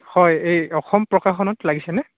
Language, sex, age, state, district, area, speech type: Assamese, male, 18-30, Assam, Charaideo, rural, conversation